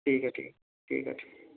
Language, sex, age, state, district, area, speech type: Urdu, male, 18-30, Uttar Pradesh, Siddharthnagar, rural, conversation